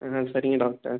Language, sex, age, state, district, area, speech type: Tamil, male, 18-30, Tamil Nadu, Pudukkottai, rural, conversation